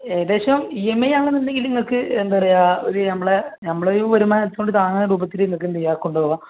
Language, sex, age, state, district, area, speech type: Malayalam, male, 30-45, Kerala, Malappuram, rural, conversation